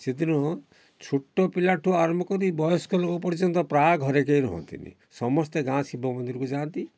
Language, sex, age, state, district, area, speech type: Odia, male, 60+, Odisha, Kalahandi, rural, spontaneous